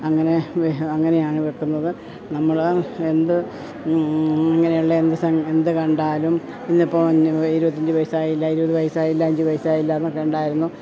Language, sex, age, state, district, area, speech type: Malayalam, female, 60+, Kerala, Idukki, rural, spontaneous